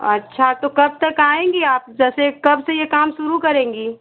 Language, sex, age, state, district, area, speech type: Hindi, female, 30-45, Uttar Pradesh, Chandauli, rural, conversation